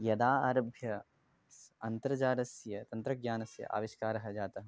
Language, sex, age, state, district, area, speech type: Sanskrit, male, 18-30, West Bengal, Darjeeling, urban, spontaneous